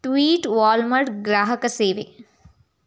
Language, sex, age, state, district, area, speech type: Kannada, female, 18-30, Karnataka, Tumkur, rural, read